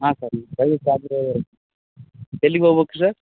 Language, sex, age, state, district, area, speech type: Kannada, male, 30-45, Karnataka, Raichur, rural, conversation